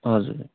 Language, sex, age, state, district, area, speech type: Nepali, male, 18-30, West Bengal, Darjeeling, rural, conversation